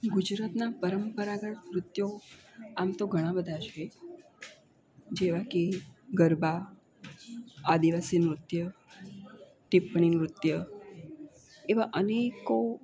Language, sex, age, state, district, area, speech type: Gujarati, female, 45-60, Gujarat, Valsad, rural, spontaneous